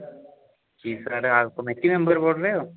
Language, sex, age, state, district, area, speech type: Dogri, male, 18-30, Jammu and Kashmir, Udhampur, rural, conversation